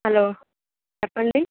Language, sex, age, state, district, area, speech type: Telugu, female, 18-30, Andhra Pradesh, Krishna, rural, conversation